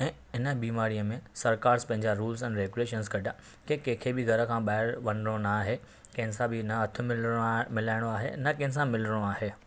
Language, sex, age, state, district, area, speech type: Sindhi, male, 30-45, Maharashtra, Thane, urban, spontaneous